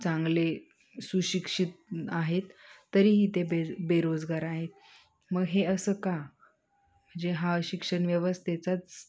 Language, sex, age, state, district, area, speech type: Marathi, female, 18-30, Maharashtra, Ahmednagar, urban, spontaneous